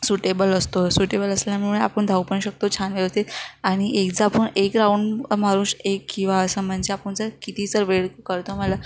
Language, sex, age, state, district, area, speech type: Marathi, female, 30-45, Maharashtra, Wardha, rural, spontaneous